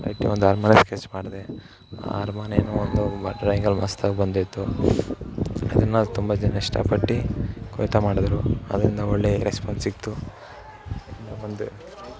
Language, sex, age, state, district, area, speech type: Kannada, male, 18-30, Karnataka, Mysore, urban, spontaneous